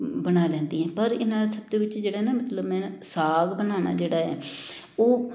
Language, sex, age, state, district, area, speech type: Punjabi, female, 30-45, Punjab, Amritsar, urban, spontaneous